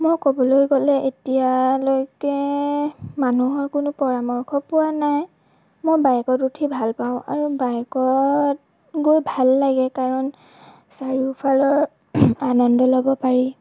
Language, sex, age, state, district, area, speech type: Assamese, female, 18-30, Assam, Lakhimpur, rural, spontaneous